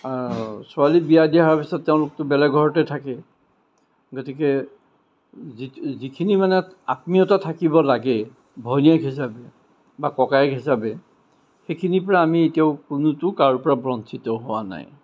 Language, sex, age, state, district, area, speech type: Assamese, male, 60+, Assam, Kamrup Metropolitan, urban, spontaneous